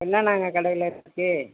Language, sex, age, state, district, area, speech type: Tamil, female, 60+, Tamil Nadu, Tiruvarur, rural, conversation